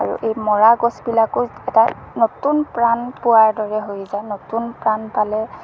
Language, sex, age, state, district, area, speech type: Assamese, female, 30-45, Assam, Morigaon, rural, spontaneous